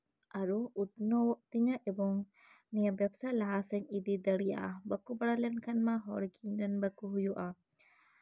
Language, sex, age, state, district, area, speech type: Santali, female, 30-45, West Bengal, Birbhum, rural, spontaneous